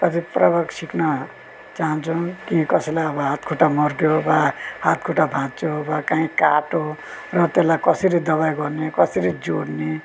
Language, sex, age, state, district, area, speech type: Nepali, male, 45-60, West Bengal, Darjeeling, rural, spontaneous